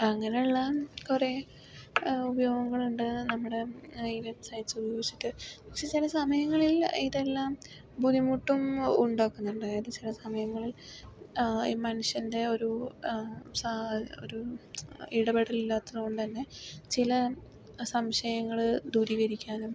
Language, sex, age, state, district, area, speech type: Malayalam, female, 18-30, Kerala, Palakkad, rural, spontaneous